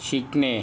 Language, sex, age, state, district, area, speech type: Marathi, male, 18-30, Maharashtra, Yavatmal, rural, read